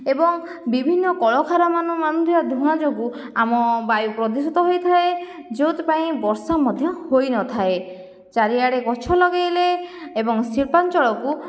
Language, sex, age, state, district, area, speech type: Odia, female, 30-45, Odisha, Jajpur, rural, spontaneous